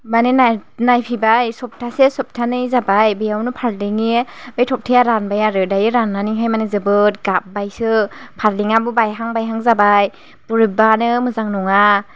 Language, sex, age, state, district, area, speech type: Bodo, female, 45-60, Assam, Chirang, rural, spontaneous